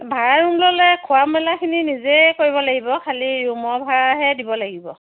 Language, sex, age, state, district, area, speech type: Assamese, female, 45-60, Assam, Dibrugarh, rural, conversation